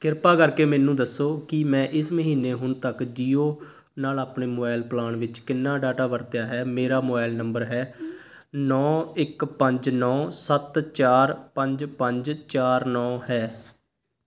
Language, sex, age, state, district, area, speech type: Punjabi, male, 18-30, Punjab, Sangrur, urban, read